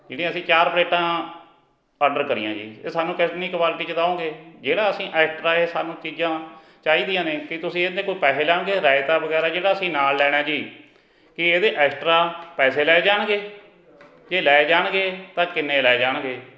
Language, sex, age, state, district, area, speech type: Punjabi, male, 45-60, Punjab, Fatehgarh Sahib, rural, spontaneous